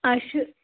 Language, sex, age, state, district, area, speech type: Kashmiri, female, 18-30, Jammu and Kashmir, Anantnag, rural, conversation